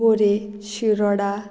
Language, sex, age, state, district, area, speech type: Goan Konkani, female, 18-30, Goa, Murmgao, urban, spontaneous